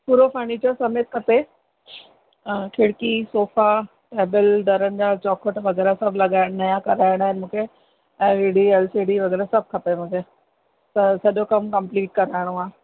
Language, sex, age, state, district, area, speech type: Sindhi, female, 30-45, Rajasthan, Ajmer, urban, conversation